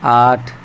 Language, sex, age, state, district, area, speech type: Urdu, male, 30-45, Delhi, Central Delhi, urban, read